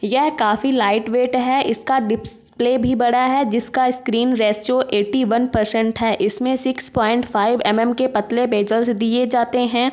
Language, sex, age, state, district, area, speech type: Hindi, female, 18-30, Madhya Pradesh, Ujjain, urban, spontaneous